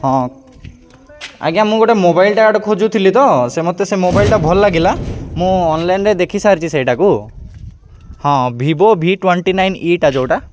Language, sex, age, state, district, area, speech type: Odia, male, 18-30, Odisha, Nabarangpur, urban, spontaneous